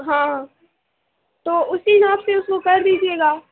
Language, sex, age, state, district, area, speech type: Urdu, female, 18-30, Uttar Pradesh, Mau, urban, conversation